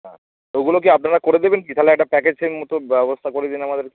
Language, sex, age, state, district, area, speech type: Bengali, male, 30-45, West Bengal, Darjeeling, rural, conversation